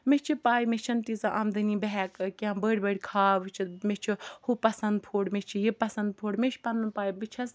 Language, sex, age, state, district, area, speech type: Kashmiri, female, 30-45, Jammu and Kashmir, Ganderbal, rural, spontaneous